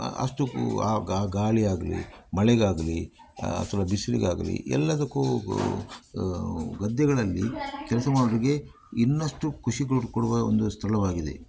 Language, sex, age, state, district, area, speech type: Kannada, male, 60+, Karnataka, Udupi, rural, spontaneous